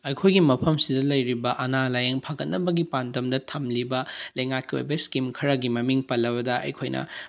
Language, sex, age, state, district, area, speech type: Manipuri, male, 18-30, Manipur, Bishnupur, rural, spontaneous